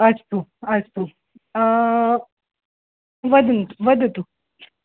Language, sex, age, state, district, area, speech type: Sanskrit, female, 45-60, Maharashtra, Nagpur, urban, conversation